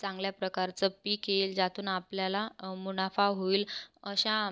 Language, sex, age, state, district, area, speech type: Marathi, female, 18-30, Maharashtra, Buldhana, rural, spontaneous